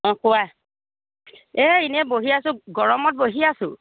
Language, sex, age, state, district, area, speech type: Assamese, female, 30-45, Assam, Lakhimpur, rural, conversation